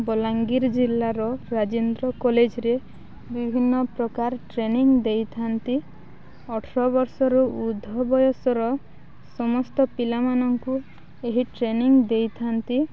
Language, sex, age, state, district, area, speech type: Odia, female, 18-30, Odisha, Balangir, urban, spontaneous